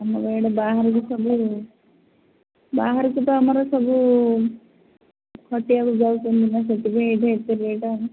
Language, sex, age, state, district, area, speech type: Odia, female, 60+, Odisha, Gajapati, rural, conversation